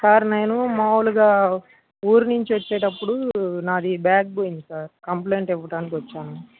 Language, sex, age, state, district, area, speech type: Telugu, male, 18-30, Andhra Pradesh, Guntur, urban, conversation